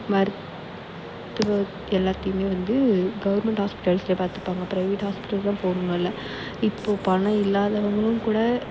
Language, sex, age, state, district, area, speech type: Tamil, female, 18-30, Tamil Nadu, Perambalur, urban, spontaneous